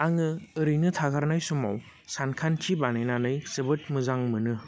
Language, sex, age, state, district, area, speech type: Bodo, male, 30-45, Assam, Baksa, urban, spontaneous